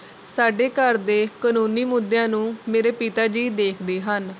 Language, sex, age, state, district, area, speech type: Punjabi, female, 18-30, Punjab, Rupnagar, rural, spontaneous